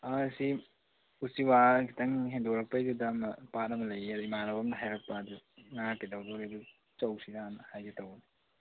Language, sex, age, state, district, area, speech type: Manipuri, male, 18-30, Manipur, Tengnoupal, rural, conversation